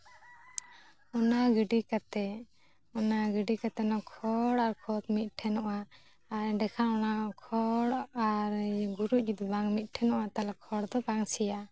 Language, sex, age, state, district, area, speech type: Santali, female, 18-30, West Bengal, Jhargram, rural, spontaneous